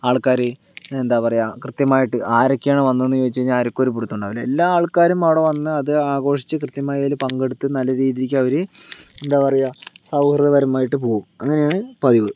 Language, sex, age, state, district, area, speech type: Malayalam, male, 30-45, Kerala, Palakkad, rural, spontaneous